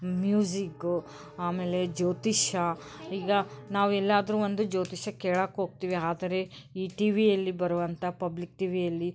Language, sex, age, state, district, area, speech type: Kannada, female, 30-45, Karnataka, Koppal, rural, spontaneous